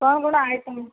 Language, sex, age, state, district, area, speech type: Odia, female, 60+, Odisha, Koraput, urban, conversation